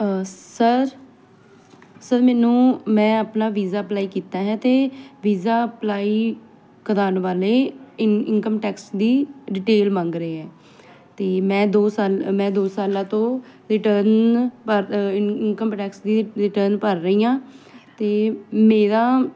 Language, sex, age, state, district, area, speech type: Punjabi, female, 18-30, Punjab, Ludhiana, urban, spontaneous